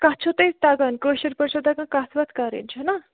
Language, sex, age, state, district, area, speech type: Kashmiri, female, 30-45, Jammu and Kashmir, Bandipora, rural, conversation